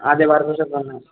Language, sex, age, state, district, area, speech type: Malayalam, male, 18-30, Kerala, Kollam, rural, conversation